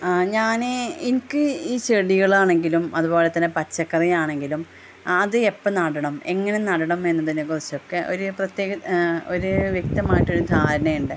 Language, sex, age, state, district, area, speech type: Malayalam, female, 30-45, Kerala, Malappuram, rural, spontaneous